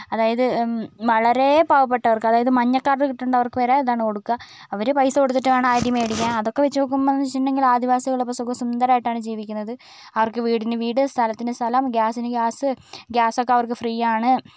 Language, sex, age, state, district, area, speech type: Malayalam, female, 45-60, Kerala, Wayanad, rural, spontaneous